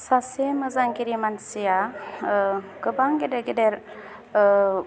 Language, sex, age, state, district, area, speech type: Bodo, female, 30-45, Assam, Udalguri, rural, spontaneous